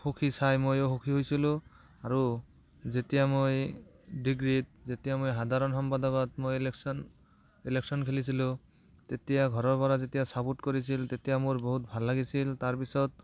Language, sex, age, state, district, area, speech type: Assamese, male, 18-30, Assam, Barpeta, rural, spontaneous